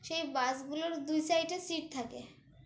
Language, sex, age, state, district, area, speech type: Bengali, female, 18-30, West Bengal, Dakshin Dinajpur, urban, spontaneous